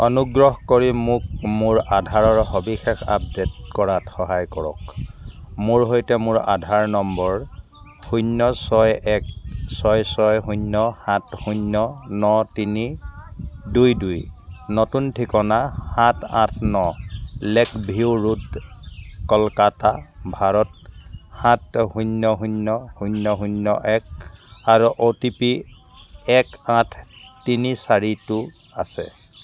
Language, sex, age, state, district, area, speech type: Assamese, male, 45-60, Assam, Dibrugarh, rural, read